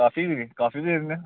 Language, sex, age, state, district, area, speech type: Dogri, male, 30-45, Jammu and Kashmir, Samba, urban, conversation